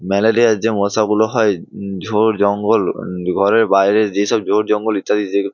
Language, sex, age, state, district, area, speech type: Bengali, male, 18-30, West Bengal, Hooghly, urban, spontaneous